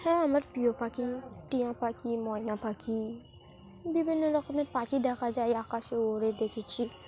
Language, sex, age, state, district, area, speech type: Bengali, female, 18-30, West Bengal, Dakshin Dinajpur, urban, spontaneous